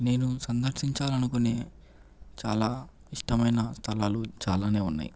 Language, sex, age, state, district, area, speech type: Telugu, male, 18-30, Andhra Pradesh, Chittoor, urban, spontaneous